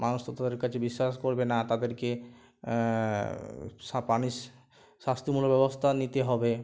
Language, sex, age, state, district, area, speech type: Bengali, male, 18-30, West Bengal, Uttar Dinajpur, rural, spontaneous